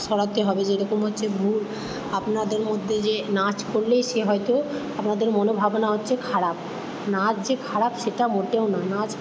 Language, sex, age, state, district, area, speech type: Bengali, female, 30-45, West Bengal, Purba Bardhaman, urban, spontaneous